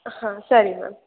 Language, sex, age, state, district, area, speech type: Kannada, female, 18-30, Karnataka, Chikkamagaluru, rural, conversation